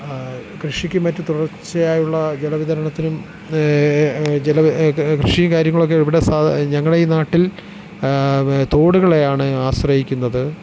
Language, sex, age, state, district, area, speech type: Malayalam, male, 45-60, Kerala, Thiruvananthapuram, urban, spontaneous